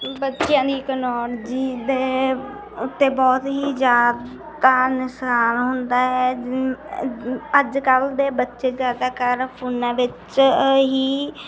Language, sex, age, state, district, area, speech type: Punjabi, female, 18-30, Punjab, Bathinda, rural, spontaneous